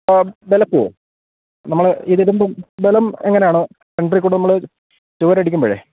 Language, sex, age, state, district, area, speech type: Malayalam, male, 30-45, Kerala, Thiruvananthapuram, urban, conversation